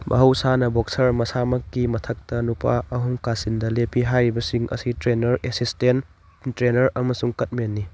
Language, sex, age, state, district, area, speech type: Manipuri, male, 18-30, Manipur, Churachandpur, rural, read